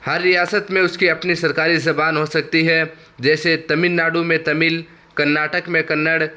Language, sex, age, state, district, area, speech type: Urdu, male, 18-30, Uttar Pradesh, Saharanpur, urban, spontaneous